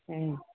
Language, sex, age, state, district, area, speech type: Manipuri, male, 45-60, Manipur, Imphal East, rural, conversation